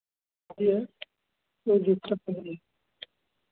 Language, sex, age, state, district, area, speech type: Hindi, male, 60+, Uttar Pradesh, Ayodhya, rural, conversation